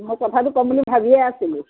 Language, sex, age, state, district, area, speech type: Assamese, female, 45-60, Assam, Biswanath, rural, conversation